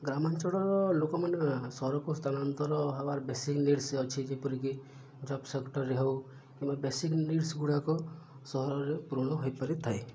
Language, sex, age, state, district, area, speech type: Odia, male, 18-30, Odisha, Subarnapur, urban, spontaneous